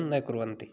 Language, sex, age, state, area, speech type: Sanskrit, male, 18-30, Rajasthan, rural, spontaneous